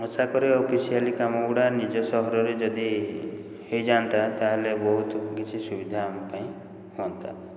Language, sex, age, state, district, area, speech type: Odia, male, 30-45, Odisha, Puri, urban, spontaneous